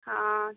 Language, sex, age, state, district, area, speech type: Hindi, female, 30-45, Madhya Pradesh, Betul, rural, conversation